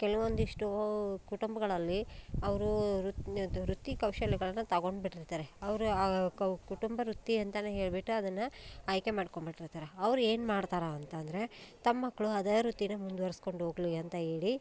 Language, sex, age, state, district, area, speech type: Kannada, female, 30-45, Karnataka, Koppal, urban, spontaneous